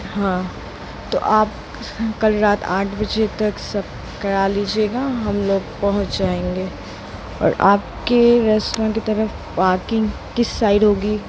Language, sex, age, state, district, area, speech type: Hindi, female, 18-30, Madhya Pradesh, Jabalpur, urban, spontaneous